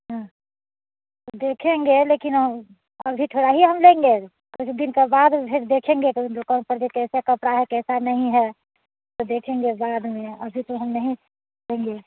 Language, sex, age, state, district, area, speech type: Hindi, female, 45-60, Bihar, Muzaffarpur, urban, conversation